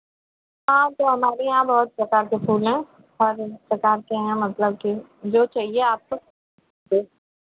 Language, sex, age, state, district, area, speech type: Hindi, female, 30-45, Uttar Pradesh, Azamgarh, urban, conversation